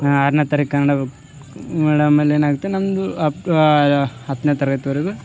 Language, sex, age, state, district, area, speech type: Kannada, male, 18-30, Karnataka, Vijayanagara, rural, spontaneous